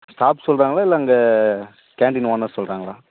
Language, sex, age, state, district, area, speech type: Tamil, female, 18-30, Tamil Nadu, Dharmapuri, rural, conversation